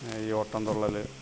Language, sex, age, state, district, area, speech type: Malayalam, male, 45-60, Kerala, Alappuzha, rural, spontaneous